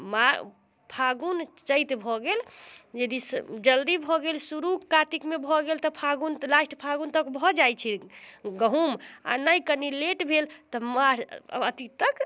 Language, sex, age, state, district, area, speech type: Maithili, female, 30-45, Bihar, Muzaffarpur, rural, spontaneous